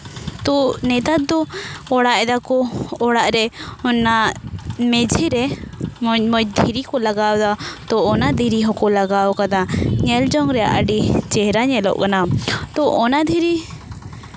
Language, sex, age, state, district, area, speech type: Santali, female, 18-30, West Bengal, Purba Bardhaman, rural, spontaneous